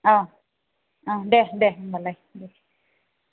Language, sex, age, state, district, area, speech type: Bodo, female, 30-45, Assam, Kokrajhar, rural, conversation